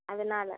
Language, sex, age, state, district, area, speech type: Tamil, female, 18-30, Tamil Nadu, Madurai, rural, conversation